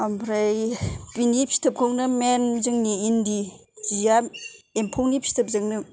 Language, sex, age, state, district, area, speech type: Bodo, female, 45-60, Assam, Kokrajhar, urban, spontaneous